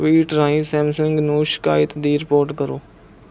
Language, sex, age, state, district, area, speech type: Punjabi, male, 18-30, Punjab, Mohali, rural, read